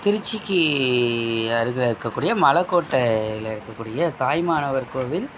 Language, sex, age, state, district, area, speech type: Tamil, male, 45-60, Tamil Nadu, Thanjavur, rural, spontaneous